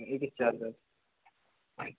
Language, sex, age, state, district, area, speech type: Kashmiri, male, 18-30, Jammu and Kashmir, Budgam, rural, conversation